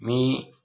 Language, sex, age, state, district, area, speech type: Marathi, male, 45-60, Maharashtra, Osmanabad, rural, spontaneous